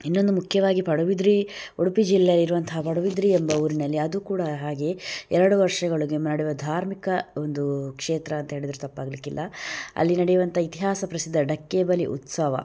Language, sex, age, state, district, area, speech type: Kannada, female, 30-45, Karnataka, Udupi, rural, spontaneous